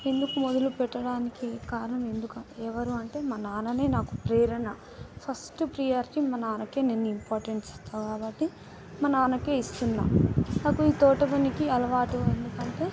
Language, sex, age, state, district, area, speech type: Telugu, female, 30-45, Telangana, Vikarabad, rural, spontaneous